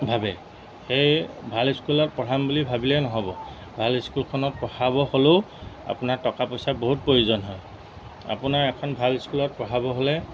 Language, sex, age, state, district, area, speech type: Assamese, male, 45-60, Assam, Golaghat, rural, spontaneous